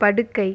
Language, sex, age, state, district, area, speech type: Tamil, female, 30-45, Tamil Nadu, Viluppuram, rural, read